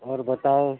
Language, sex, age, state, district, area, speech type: Urdu, male, 60+, Uttar Pradesh, Gautam Buddha Nagar, urban, conversation